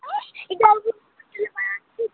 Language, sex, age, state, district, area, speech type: Bengali, female, 18-30, West Bengal, Cooch Behar, urban, conversation